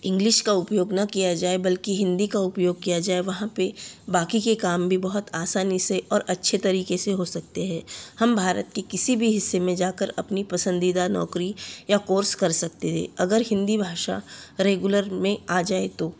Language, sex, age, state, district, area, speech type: Hindi, female, 30-45, Madhya Pradesh, Betul, urban, spontaneous